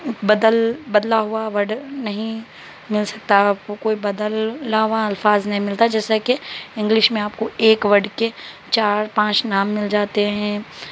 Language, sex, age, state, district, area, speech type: Urdu, female, 18-30, Telangana, Hyderabad, urban, spontaneous